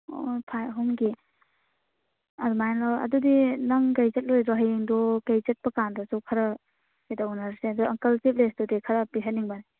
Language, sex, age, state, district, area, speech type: Manipuri, female, 18-30, Manipur, Churachandpur, rural, conversation